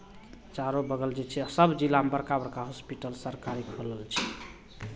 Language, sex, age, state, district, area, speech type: Maithili, male, 30-45, Bihar, Madhepura, rural, spontaneous